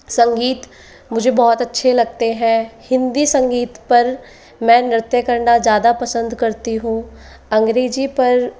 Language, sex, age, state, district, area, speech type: Hindi, female, 18-30, Rajasthan, Jaipur, urban, spontaneous